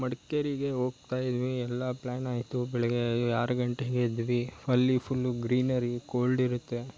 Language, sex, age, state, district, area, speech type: Kannada, male, 18-30, Karnataka, Mysore, rural, spontaneous